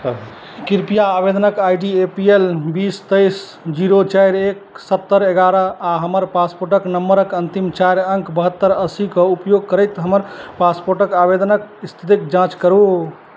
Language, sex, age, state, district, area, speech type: Maithili, male, 30-45, Bihar, Madhubani, rural, read